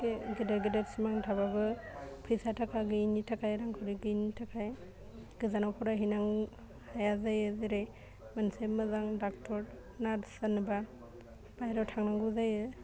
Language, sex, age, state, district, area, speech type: Bodo, female, 18-30, Assam, Udalguri, urban, spontaneous